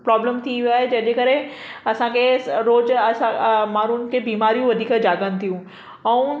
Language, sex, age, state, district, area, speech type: Sindhi, female, 30-45, Maharashtra, Mumbai Suburban, urban, spontaneous